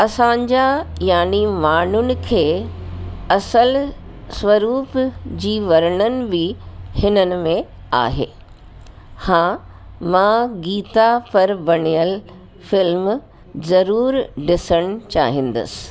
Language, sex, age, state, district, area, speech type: Sindhi, female, 45-60, Delhi, South Delhi, urban, spontaneous